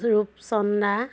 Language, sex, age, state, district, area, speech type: Assamese, female, 45-60, Assam, Dhemaji, urban, spontaneous